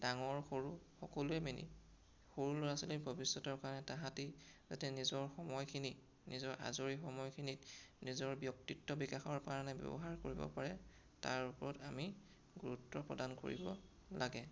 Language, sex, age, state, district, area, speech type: Assamese, male, 18-30, Assam, Sonitpur, rural, spontaneous